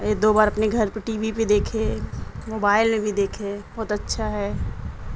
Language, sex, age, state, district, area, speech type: Urdu, female, 30-45, Uttar Pradesh, Mirzapur, rural, spontaneous